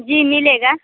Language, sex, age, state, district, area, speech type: Hindi, female, 30-45, Bihar, Samastipur, rural, conversation